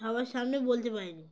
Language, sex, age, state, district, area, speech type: Bengali, female, 18-30, West Bengal, Uttar Dinajpur, urban, spontaneous